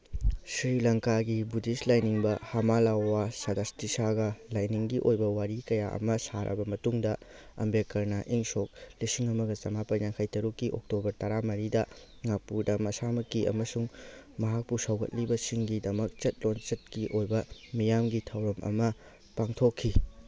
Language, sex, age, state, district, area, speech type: Manipuri, male, 18-30, Manipur, Kangpokpi, urban, read